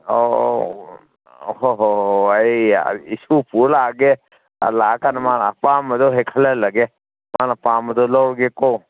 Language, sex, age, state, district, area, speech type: Manipuri, male, 60+, Manipur, Kangpokpi, urban, conversation